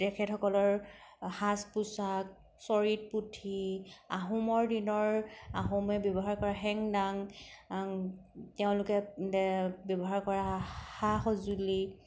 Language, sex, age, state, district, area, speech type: Assamese, female, 18-30, Assam, Kamrup Metropolitan, urban, spontaneous